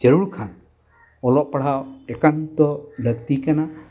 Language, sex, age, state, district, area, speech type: Santali, male, 60+, West Bengal, Dakshin Dinajpur, rural, spontaneous